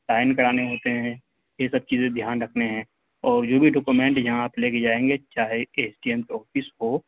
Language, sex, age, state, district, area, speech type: Urdu, male, 18-30, Delhi, North West Delhi, urban, conversation